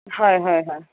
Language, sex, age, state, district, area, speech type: Assamese, female, 18-30, Assam, Kamrup Metropolitan, urban, conversation